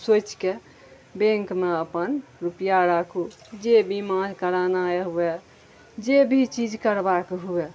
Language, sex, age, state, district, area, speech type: Maithili, female, 45-60, Bihar, Araria, rural, spontaneous